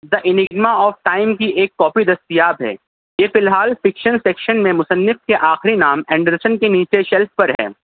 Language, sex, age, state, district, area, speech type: Urdu, male, 18-30, Maharashtra, Nashik, urban, conversation